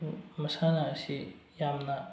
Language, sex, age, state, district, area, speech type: Manipuri, male, 18-30, Manipur, Bishnupur, rural, spontaneous